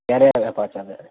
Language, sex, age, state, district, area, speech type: Gujarati, male, 18-30, Gujarat, Kutch, rural, conversation